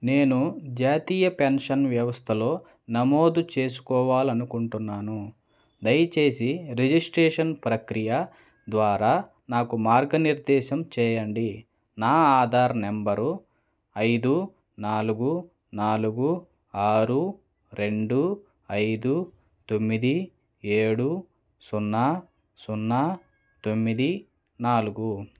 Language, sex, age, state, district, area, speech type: Telugu, male, 30-45, Andhra Pradesh, Nellore, rural, read